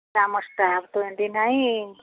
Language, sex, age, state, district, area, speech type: Odia, female, 45-60, Odisha, Sambalpur, rural, conversation